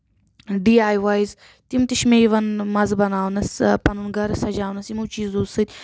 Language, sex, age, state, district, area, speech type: Kashmiri, female, 18-30, Jammu and Kashmir, Anantnag, rural, spontaneous